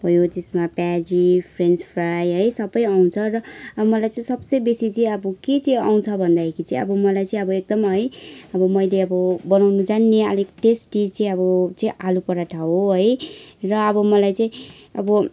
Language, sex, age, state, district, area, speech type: Nepali, female, 18-30, West Bengal, Kalimpong, rural, spontaneous